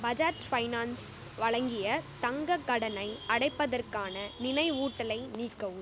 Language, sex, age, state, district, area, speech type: Tamil, female, 18-30, Tamil Nadu, Pudukkottai, rural, read